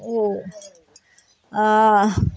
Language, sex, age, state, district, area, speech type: Maithili, female, 60+, Bihar, Araria, rural, spontaneous